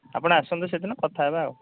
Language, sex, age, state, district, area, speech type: Odia, male, 30-45, Odisha, Dhenkanal, rural, conversation